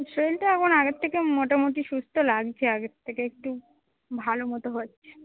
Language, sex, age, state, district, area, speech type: Bengali, female, 30-45, West Bengal, Dakshin Dinajpur, rural, conversation